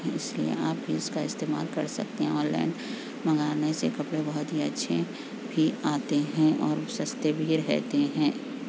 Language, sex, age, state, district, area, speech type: Urdu, female, 60+, Telangana, Hyderabad, urban, spontaneous